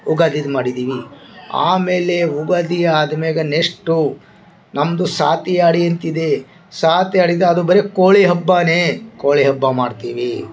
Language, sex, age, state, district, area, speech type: Kannada, male, 45-60, Karnataka, Vijayanagara, rural, spontaneous